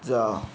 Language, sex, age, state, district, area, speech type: Marathi, male, 30-45, Maharashtra, Yavatmal, rural, read